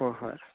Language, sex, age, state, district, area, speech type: Manipuri, male, 45-60, Manipur, Kangpokpi, urban, conversation